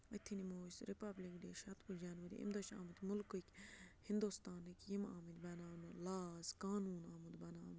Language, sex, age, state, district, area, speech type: Kashmiri, female, 45-60, Jammu and Kashmir, Budgam, rural, spontaneous